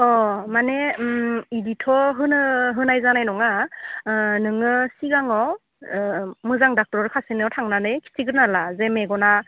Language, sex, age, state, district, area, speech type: Bodo, female, 18-30, Assam, Udalguri, urban, conversation